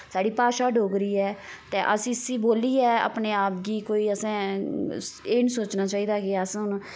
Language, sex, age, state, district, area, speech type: Dogri, female, 30-45, Jammu and Kashmir, Udhampur, rural, spontaneous